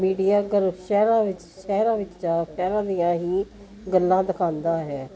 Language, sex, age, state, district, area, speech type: Punjabi, female, 60+, Punjab, Jalandhar, urban, spontaneous